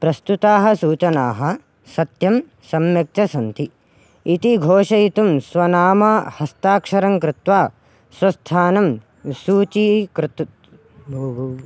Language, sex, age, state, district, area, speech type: Sanskrit, male, 18-30, Karnataka, Raichur, urban, read